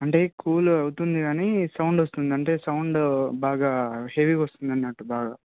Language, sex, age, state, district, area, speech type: Telugu, male, 18-30, Telangana, Yadadri Bhuvanagiri, urban, conversation